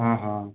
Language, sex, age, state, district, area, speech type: Telugu, male, 18-30, Telangana, Kamareddy, urban, conversation